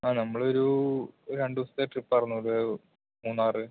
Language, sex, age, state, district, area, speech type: Malayalam, male, 18-30, Kerala, Palakkad, rural, conversation